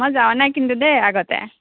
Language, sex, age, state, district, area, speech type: Assamese, female, 30-45, Assam, Darrang, rural, conversation